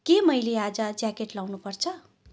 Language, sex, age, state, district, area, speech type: Nepali, female, 60+, West Bengal, Darjeeling, rural, read